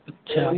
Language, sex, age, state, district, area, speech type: Hindi, male, 18-30, Rajasthan, Karauli, rural, conversation